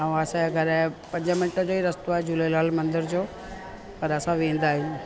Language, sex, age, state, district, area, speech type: Sindhi, female, 45-60, Delhi, South Delhi, urban, spontaneous